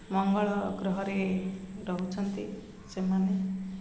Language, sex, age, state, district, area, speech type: Odia, female, 45-60, Odisha, Ganjam, urban, spontaneous